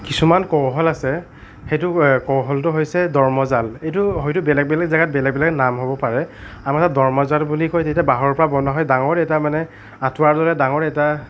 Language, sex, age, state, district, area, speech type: Assamese, male, 60+, Assam, Nagaon, rural, spontaneous